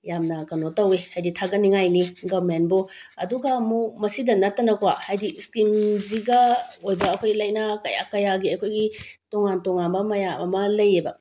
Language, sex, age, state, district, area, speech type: Manipuri, female, 30-45, Manipur, Bishnupur, rural, spontaneous